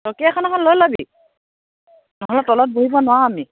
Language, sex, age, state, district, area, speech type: Assamese, female, 45-60, Assam, Dhemaji, urban, conversation